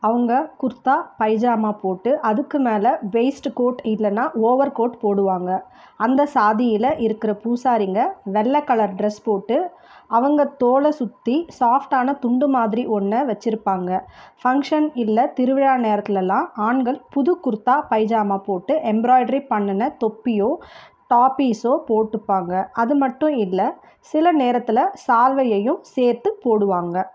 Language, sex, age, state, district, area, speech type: Tamil, female, 30-45, Tamil Nadu, Ranipet, urban, read